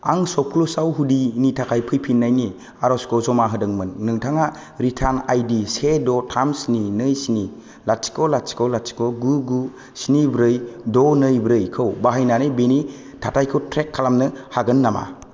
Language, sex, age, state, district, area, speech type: Bodo, male, 18-30, Assam, Kokrajhar, rural, read